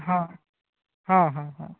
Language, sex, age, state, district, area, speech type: Odia, male, 18-30, Odisha, Bhadrak, rural, conversation